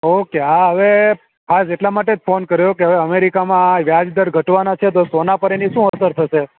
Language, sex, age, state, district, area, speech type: Gujarati, male, 30-45, Gujarat, Surat, urban, conversation